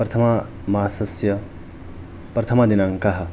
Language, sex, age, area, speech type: Sanskrit, male, 30-45, rural, spontaneous